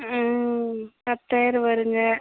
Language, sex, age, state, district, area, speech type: Tamil, female, 45-60, Tamil Nadu, Namakkal, rural, conversation